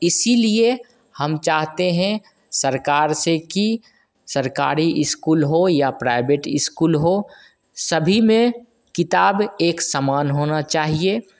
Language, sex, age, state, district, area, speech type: Hindi, male, 30-45, Bihar, Begusarai, rural, spontaneous